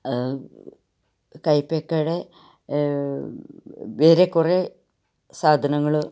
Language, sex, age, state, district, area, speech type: Malayalam, female, 60+, Kerala, Kasaragod, rural, spontaneous